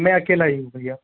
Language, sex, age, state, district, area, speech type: Hindi, male, 30-45, Madhya Pradesh, Bhopal, urban, conversation